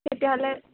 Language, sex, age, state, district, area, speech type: Assamese, female, 18-30, Assam, Udalguri, rural, conversation